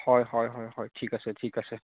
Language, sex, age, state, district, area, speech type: Assamese, male, 18-30, Assam, Nalbari, rural, conversation